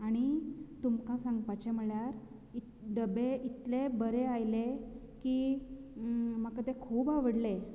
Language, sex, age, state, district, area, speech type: Goan Konkani, female, 30-45, Goa, Canacona, rural, spontaneous